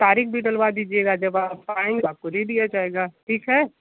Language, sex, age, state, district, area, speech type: Hindi, female, 30-45, Uttar Pradesh, Ghazipur, rural, conversation